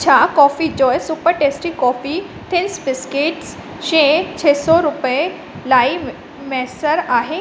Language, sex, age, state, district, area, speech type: Sindhi, female, 30-45, Madhya Pradesh, Katni, urban, read